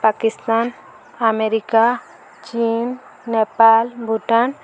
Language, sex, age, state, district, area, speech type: Odia, female, 18-30, Odisha, Subarnapur, urban, spontaneous